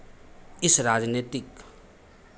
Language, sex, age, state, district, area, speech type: Hindi, male, 45-60, Bihar, Begusarai, urban, spontaneous